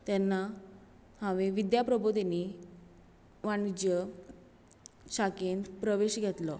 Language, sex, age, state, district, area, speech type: Goan Konkani, female, 18-30, Goa, Bardez, rural, spontaneous